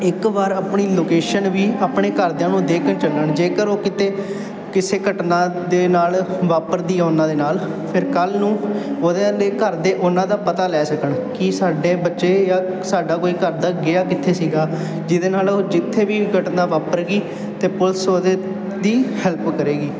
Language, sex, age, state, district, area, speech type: Punjabi, male, 18-30, Punjab, Bathinda, urban, spontaneous